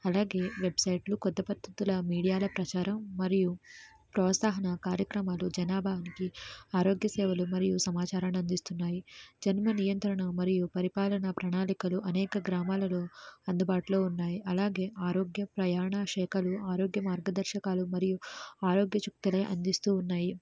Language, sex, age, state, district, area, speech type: Telugu, female, 18-30, Andhra Pradesh, N T Rama Rao, urban, spontaneous